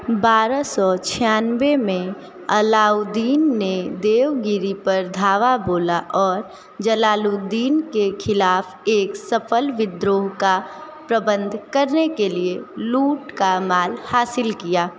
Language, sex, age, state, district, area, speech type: Hindi, female, 30-45, Uttar Pradesh, Sonbhadra, rural, read